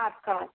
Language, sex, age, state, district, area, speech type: Bengali, female, 60+, West Bengal, Darjeeling, rural, conversation